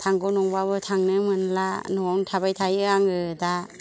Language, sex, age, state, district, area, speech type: Bodo, female, 60+, Assam, Kokrajhar, rural, spontaneous